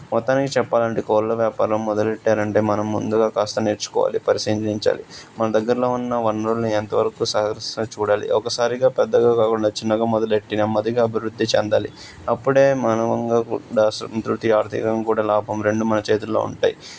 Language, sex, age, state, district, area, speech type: Telugu, male, 18-30, Andhra Pradesh, Krishna, urban, spontaneous